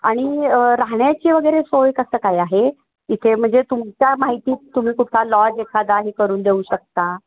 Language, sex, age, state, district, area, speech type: Marathi, female, 60+, Maharashtra, Kolhapur, urban, conversation